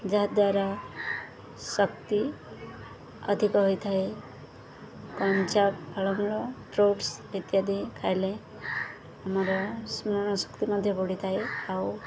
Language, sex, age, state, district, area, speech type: Odia, female, 18-30, Odisha, Subarnapur, urban, spontaneous